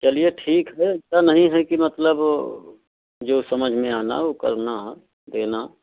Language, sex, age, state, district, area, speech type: Hindi, male, 30-45, Uttar Pradesh, Prayagraj, rural, conversation